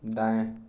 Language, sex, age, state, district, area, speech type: Hindi, male, 18-30, Uttar Pradesh, Chandauli, urban, read